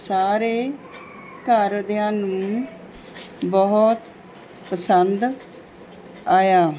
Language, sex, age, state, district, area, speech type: Punjabi, female, 45-60, Punjab, Mohali, urban, spontaneous